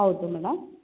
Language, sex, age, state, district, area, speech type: Kannada, female, 45-60, Karnataka, Chikkaballapur, rural, conversation